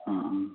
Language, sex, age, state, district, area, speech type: Malayalam, male, 18-30, Kerala, Wayanad, rural, conversation